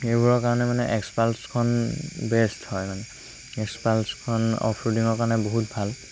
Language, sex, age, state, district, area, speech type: Assamese, male, 18-30, Assam, Lakhimpur, rural, spontaneous